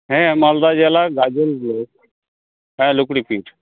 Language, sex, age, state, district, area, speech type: Santali, male, 45-60, West Bengal, Malda, rural, conversation